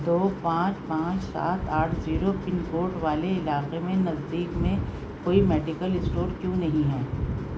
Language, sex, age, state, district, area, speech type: Urdu, female, 60+, Delhi, Central Delhi, urban, read